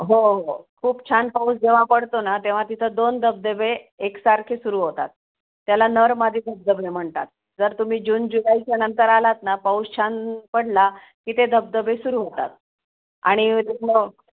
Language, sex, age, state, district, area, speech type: Marathi, female, 45-60, Maharashtra, Osmanabad, rural, conversation